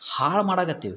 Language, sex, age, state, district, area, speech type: Kannada, male, 45-60, Karnataka, Dharwad, rural, spontaneous